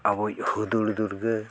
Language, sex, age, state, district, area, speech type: Santali, male, 60+, Odisha, Mayurbhanj, rural, spontaneous